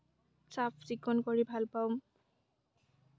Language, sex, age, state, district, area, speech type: Assamese, female, 18-30, Assam, Kamrup Metropolitan, rural, spontaneous